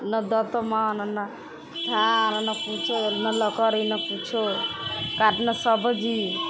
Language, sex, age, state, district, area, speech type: Maithili, female, 30-45, Bihar, Sitamarhi, urban, spontaneous